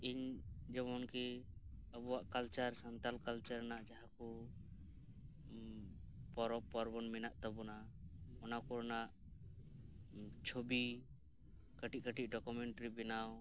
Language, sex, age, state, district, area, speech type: Santali, male, 18-30, West Bengal, Birbhum, rural, spontaneous